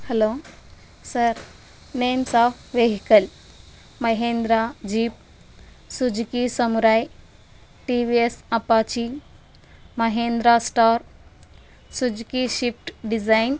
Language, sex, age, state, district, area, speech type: Telugu, female, 30-45, Andhra Pradesh, Chittoor, rural, spontaneous